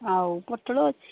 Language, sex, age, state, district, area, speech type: Odia, female, 45-60, Odisha, Angul, rural, conversation